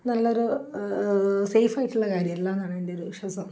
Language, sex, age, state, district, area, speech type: Malayalam, female, 30-45, Kerala, Kozhikode, rural, spontaneous